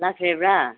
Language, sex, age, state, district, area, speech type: Manipuri, female, 45-60, Manipur, Senapati, rural, conversation